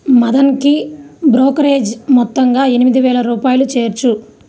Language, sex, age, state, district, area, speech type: Telugu, female, 30-45, Andhra Pradesh, Nellore, rural, read